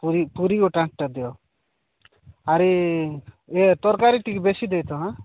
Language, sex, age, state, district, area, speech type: Odia, male, 45-60, Odisha, Nabarangpur, rural, conversation